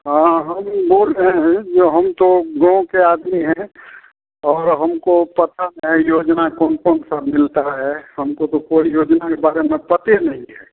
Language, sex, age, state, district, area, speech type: Hindi, male, 60+, Bihar, Madhepura, urban, conversation